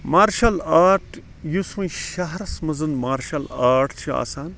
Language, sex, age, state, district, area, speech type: Kashmiri, male, 45-60, Jammu and Kashmir, Srinagar, rural, spontaneous